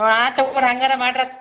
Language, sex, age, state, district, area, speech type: Kannada, female, 60+, Karnataka, Belgaum, rural, conversation